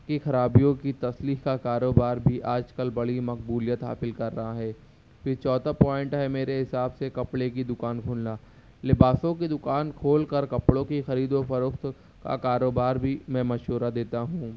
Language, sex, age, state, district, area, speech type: Urdu, male, 18-30, Maharashtra, Nashik, rural, spontaneous